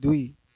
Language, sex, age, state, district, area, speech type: Assamese, male, 18-30, Assam, Nalbari, rural, read